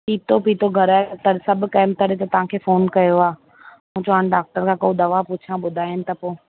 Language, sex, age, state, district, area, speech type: Sindhi, female, 18-30, Rajasthan, Ajmer, urban, conversation